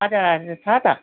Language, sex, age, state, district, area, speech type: Nepali, female, 45-60, West Bengal, Kalimpong, rural, conversation